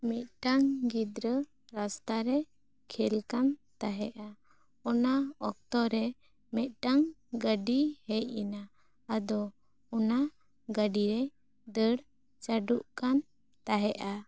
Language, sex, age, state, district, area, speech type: Santali, female, 18-30, West Bengal, Bankura, rural, spontaneous